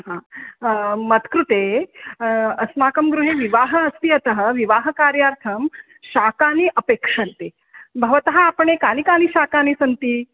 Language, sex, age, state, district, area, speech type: Sanskrit, female, 45-60, Maharashtra, Nagpur, urban, conversation